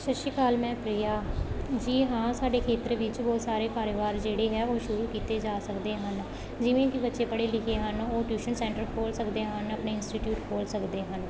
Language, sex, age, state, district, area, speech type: Punjabi, female, 18-30, Punjab, Pathankot, rural, spontaneous